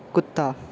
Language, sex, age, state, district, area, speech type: Punjabi, male, 18-30, Punjab, Bathinda, rural, read